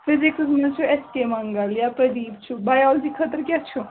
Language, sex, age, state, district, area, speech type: Kashmiri, female, 18-30, Jammu and Kashmir, Srinagar, urban, conversation